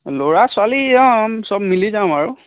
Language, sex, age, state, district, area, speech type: Assamese, male, 30-45, Assam, Biswanath, rural, conversation